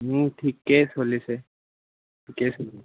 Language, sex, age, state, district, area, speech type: Assamese, male, 18-30, Assam, Udalguri, rural, conversation